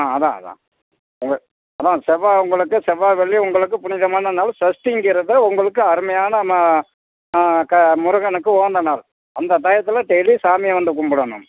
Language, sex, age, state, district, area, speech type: Tamil, male, 60+, Tamil Nadu, Pudukkottai, rural, conversation